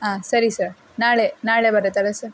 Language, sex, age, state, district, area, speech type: Kannada, female, 30-45, Karnataka, Tumkur, rural, spontaneous